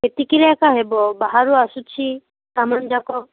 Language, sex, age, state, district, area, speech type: Odia, female, 18-30, Odisha, Malkangiri, urban, conversation